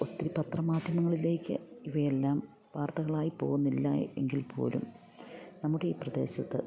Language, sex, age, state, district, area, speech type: Malayalam, female, 45-60, Kerala, Idukki, rural, spontaneous